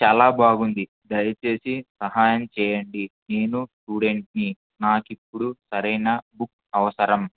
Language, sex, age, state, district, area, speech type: Telugu, male, 18-30, Andhra Pradesh, Kurnool, rural, conversation